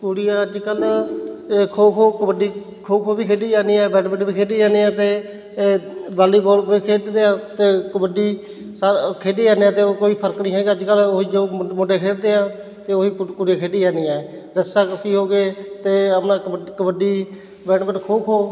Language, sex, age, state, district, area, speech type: Punjabi, male, 30-45, Punjab, Fatehgarh Sahib, rural, spontaneous